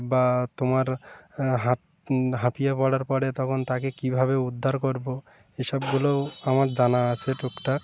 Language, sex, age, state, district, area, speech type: Bengali, male, 18-30, West Bengal, Uttar Dinajpur, urban, spontaneous